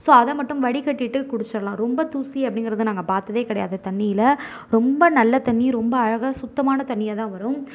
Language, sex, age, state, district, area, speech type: Tamil, female, 30-45, Tamil Nadu, Mayiladuthurai, urban, spontaneous